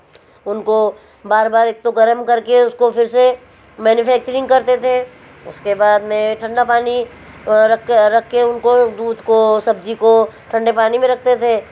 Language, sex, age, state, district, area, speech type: Hindi, female, 45-60, Madhya Pradesh, Betul, urban, spontaneous